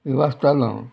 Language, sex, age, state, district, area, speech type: Goan Konkani, male, 60+, Goa, Murmgao, rural, spontaneous